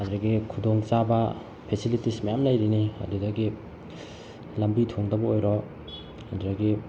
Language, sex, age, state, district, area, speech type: Manipuri, male, 18-30, Manipur, Bishnupur, rural, spontaneous